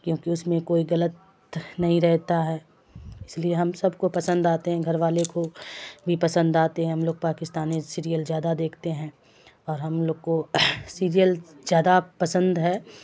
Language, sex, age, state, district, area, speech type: Urdu, female, 45-60, Bihar, Khagaria, rural, spontaneous